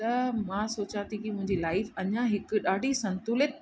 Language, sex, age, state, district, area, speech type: Sindhi, female, 45-60, Rajasthan, Ajmer, urban, spontaneous